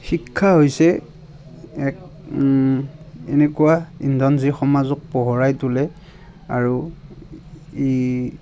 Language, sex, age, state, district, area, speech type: Assamese, male, 30-45, Assam, Barpeta, rural, spontaneous